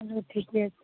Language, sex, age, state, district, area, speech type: Maithili, female, 18-30, Bihar, Madhepura, urban, conversation